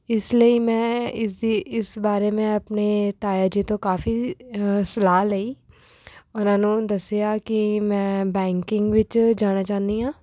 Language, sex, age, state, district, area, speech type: Punjabi, female, 18-30, Punjab, Rupnagar, urban, spontaneous